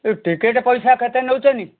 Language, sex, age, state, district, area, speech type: Odia, male, 45-60, Odisha, Kendujhar, urban, conversation